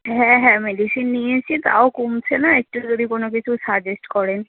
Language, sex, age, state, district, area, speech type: Bengali, female, 18-30, West Bengal, Darjeeling, rural, conversation